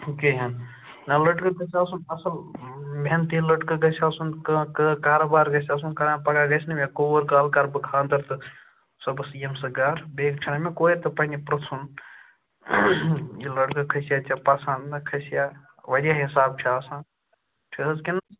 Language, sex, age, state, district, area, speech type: Kashmiri, male, 18-30, Jammu and Kashmir, Ganderbal, rural, conversation